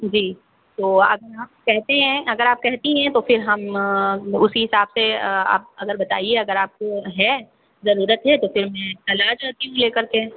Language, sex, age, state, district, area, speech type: Hindi, female, 30-45, Uttar Pradesh, Sitapur, rural, conversation